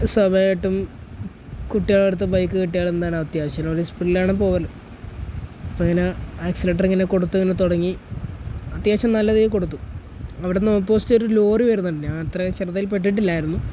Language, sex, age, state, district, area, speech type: Malayalam, male, 18-30, Kerala, Malappuram, rural, spontaneous